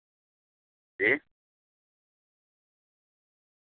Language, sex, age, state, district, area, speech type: Urdu, male, 45-60, Bihar, Araria, rural, conversation